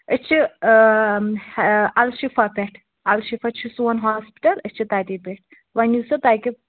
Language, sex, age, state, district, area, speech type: Kashmiri, female, 18-30, Jammu and Kashmir, Pulwama, rural, conversation